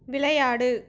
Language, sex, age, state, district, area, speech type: Tamil, female, 30-45, Tamil Nadu, Mayiladuthurai, rural, read